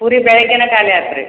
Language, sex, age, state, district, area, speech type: Kannada, female, 30-45, Karnataka, Koppal, urban, conversation